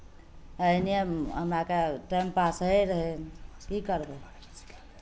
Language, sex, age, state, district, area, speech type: Maithili, female, 60+, Bihar, Madhepura, rural, spontaneous